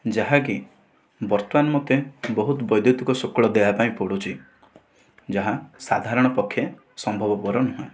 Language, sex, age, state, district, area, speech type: Odia, male, 18-30, Odisha, Kandhamal, rural, spontaneous